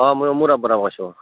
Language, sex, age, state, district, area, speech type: Assamese, male, 30-45, Assam, Barpeta, rural, conversation